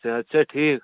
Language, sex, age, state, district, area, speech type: Kashmiri, male, 30-45, Jammu and Kashmir, Srinagar, urban, conversation